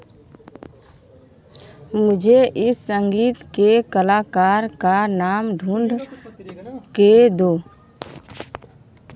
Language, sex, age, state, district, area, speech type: Hindi, female, 18-30, Uttar Pradesh, Varanasi, rural, read